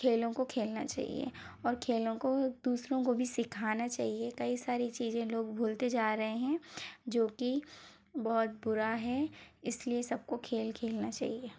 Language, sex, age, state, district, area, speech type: Hindi, female, 30-45, Madhya Pradesh, Bhopal, urban, spontaneous